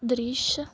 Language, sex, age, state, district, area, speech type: Punjabi, female, 30-45, Punjab, Mansa, urban, spontaneous